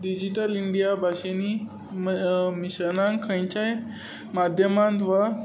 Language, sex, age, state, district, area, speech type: Goan Konkani, male, 18-30, Goa, Tiswadi, rural, spontaneous